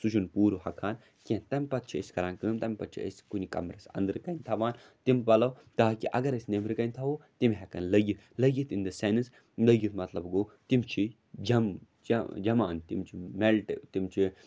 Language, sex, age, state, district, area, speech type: Kashmiri, male, 30-45, Jammu and Kashmir, Srinagar, urban, spontaneous